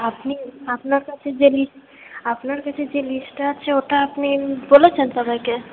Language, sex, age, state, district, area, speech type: Bengali, female, 18-30, West Bengal, Paschim Bardhaman, urban, conversation